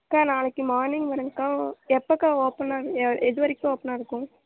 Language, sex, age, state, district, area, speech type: Tamil, female, 18-30, Tamil Nadu, Namakkal, rural, conversation